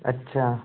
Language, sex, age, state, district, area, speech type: Hindi, male, 30-45, Madhya Pradesh, Seoni, urban, conversation